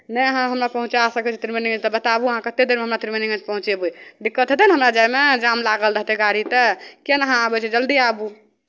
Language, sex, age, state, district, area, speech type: Maithili, female, 18-30, Bihar, Madhepura, rural, spontaneous